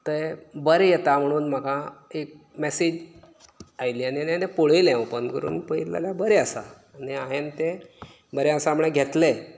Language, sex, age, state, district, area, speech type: Goan Konkani, male, 30-45, Goa, Canacona, rural, spontaneous